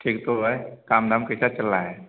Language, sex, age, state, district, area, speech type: Hindi, male, 30-45, Uttar Pradesh, Azamgarh, rural, conversation